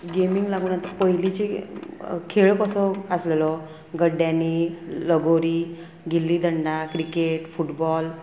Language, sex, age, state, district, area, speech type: Goan Konkani, female, 45-60, Goa, Murmgao, rural, spontaneous